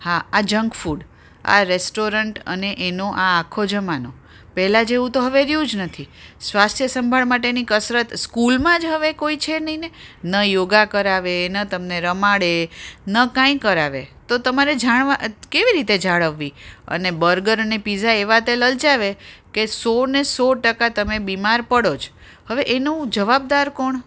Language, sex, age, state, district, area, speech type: Gujarati, female, 45-60, Gujarat, Ahmedabad, urban, spontaneous